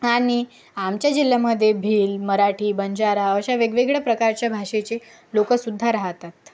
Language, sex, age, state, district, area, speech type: Marathi, female, 18-30, Maharashtra, Akola, urban, spontaneous